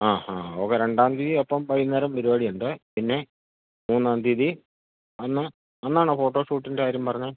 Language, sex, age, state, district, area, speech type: Malayalam, male, 45-60, Kerala, Idukki, rural, conversation